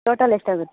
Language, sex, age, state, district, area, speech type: Kannada, female, 30-45, Karnataka, Vijayanagara, rural, conversation